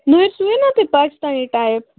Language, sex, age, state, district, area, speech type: Kashmiri, other, 30-45, Jammu and Kashmir, Baramulla, urban, conversation